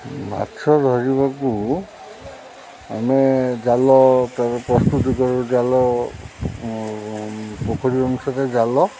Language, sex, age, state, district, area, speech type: Odia, male, 45-60, Odisha, Jagatsinghpur, urban, spontaneous